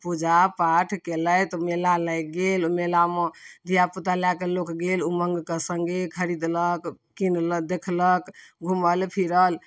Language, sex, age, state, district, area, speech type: Maithili, female, 45-60, Bihar, Darbhanga, urban, spontaneous